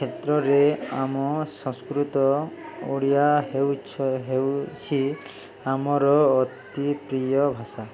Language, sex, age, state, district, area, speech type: Odia, male, 30-45, Odisha, Balangir, urban, spontaneous